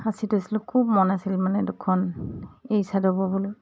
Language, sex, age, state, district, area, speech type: Assamese, female, 45-60, Assam, Dibrugarh, urban, spontaneous